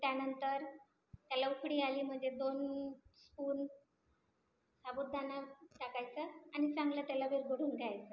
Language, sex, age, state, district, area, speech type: Marathi, female, 30-45, Maharashtra, Nagpur, urban, spontaneous